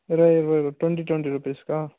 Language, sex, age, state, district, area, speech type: Telugu, male, 18-30, Andhra Pradesh, Annamaya, rural, conversation